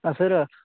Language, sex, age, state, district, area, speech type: Urdu, male, 18-30, Bihar, Khagaria, rural, conversation